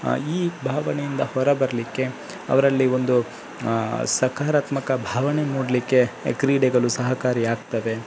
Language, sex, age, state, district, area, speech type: Kannada, male, 18-30, Karnataka, Dakshina Kannada, rural, spontaneous